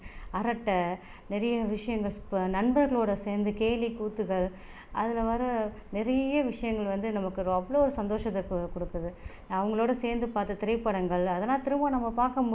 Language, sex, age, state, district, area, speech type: Tamil, female, 30-45, Tamil Nadu, Tiruchirappalli, rural, spontaneous